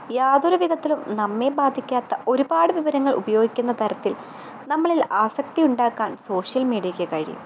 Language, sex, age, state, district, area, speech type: Malayalam, female, 18-30, Kerala, Kottayam, rural, spontaneous